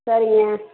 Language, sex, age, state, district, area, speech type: Tamil, female, 45-60, Tamil Nadu, Dharmapuri, rural, conversation